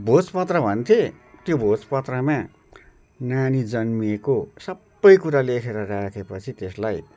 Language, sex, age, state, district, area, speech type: Nepali, male, 60+, West Bengal, Darjeeling, rural, spontaneous